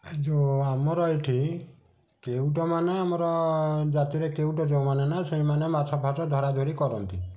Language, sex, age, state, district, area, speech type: Odia, male, 45-60, Odisha, Kendujhar, urban, spontaneous